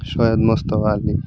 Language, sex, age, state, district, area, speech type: Bengali, male, 18-30, West Bengal, Birbhum, urban, spontaneous